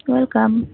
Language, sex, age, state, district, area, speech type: Marathi, female, 30-45, Maharashtra, Nagpur, urban, conversation